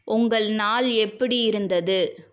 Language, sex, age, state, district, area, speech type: Tamil, female, 30-45, Tamil Nadu, Cuddalore, urban, read